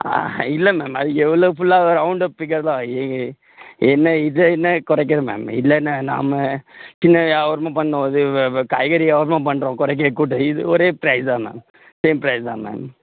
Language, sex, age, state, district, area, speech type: Tamil, male, 30-45, Tamil Nadu, Tirunelveli, rural, conversation